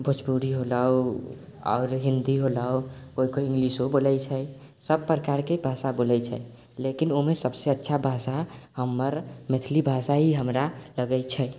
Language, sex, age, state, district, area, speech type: Maithili, male, 18-30, Bihar, Purnia, rural, spontaneous